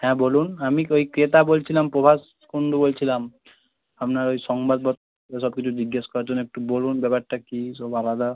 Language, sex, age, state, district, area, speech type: Bengali, male, 18-30, West Bengal, Hooghly, urban, conversation